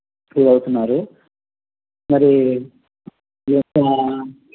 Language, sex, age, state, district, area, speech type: Telugu, male, 45-60, Andhra Pradesh, Konaseema, rural, conversation